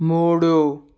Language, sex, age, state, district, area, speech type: Telugu, male, 30-45, Andhra Pradesh, Sri Balaji, rural, read